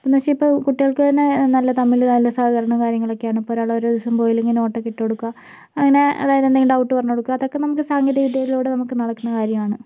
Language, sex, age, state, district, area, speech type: Malayalam, female, 18-30, Kerala, Kozhikode, urban, spontaneous